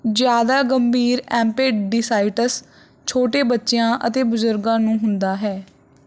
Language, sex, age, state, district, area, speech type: Punjabi, female, 18-30, Punjab, Barnala, urban, read